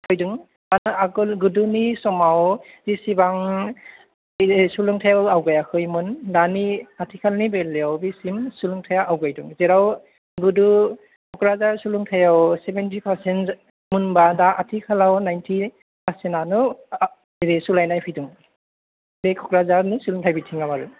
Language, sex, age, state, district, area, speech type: Bodo, male, 30-45, Assam, Kokrajhar, urban, conversation